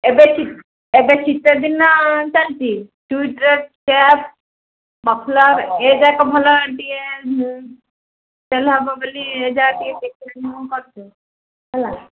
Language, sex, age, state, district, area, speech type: Odia, female, 60+, Odisha, Gajapati, rural, conversation